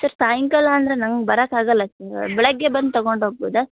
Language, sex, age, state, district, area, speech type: Kannada, female, 18-30, Karnataka, Koppal, rural, conversation